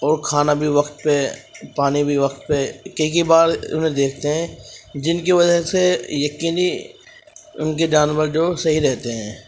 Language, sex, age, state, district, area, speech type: Urdu, male, 18-30, Uttar Pradesh, Ghaziabad, rural, spontaneous